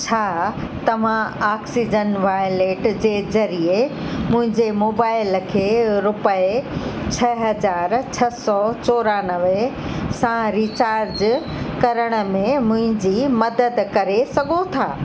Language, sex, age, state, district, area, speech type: Sindhi, female, 45-60, Uttar Pradesh, Lucknow, rural, read